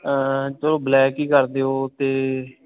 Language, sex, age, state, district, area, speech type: Punjabi, male, 18-30, Punjab, Fatehgarh Sahib, rural, conversation